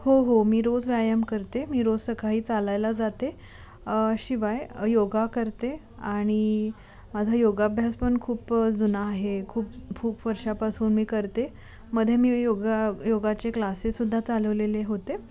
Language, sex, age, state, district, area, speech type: Marathi, female, 18-30, Maharashtra, Sangli, urban, spontaneous